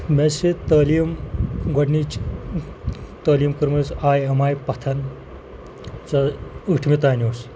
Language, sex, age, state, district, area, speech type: Kashmiri, male, 30-45, Jammu and Kashmir, Pulwama, rural, spontaneous